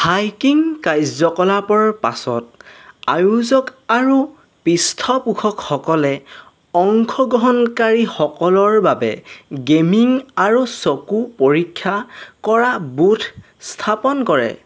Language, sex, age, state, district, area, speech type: Assamese, male, 30-45, Assam, Golaghat, urban, read